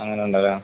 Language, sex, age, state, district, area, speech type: Malayalam, male, 18-30, Kerala, Malappuram, rural, conversation